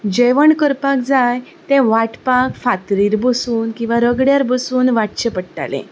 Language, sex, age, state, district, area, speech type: Goan Konkani, female, 30-45, Goa, Ponda, rural, spontaneous